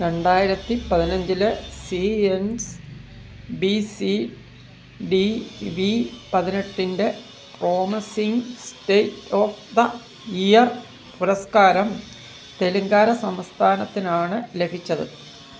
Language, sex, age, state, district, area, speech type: Malayalam, male, 45-60, Kerala, Kottayam, rural, read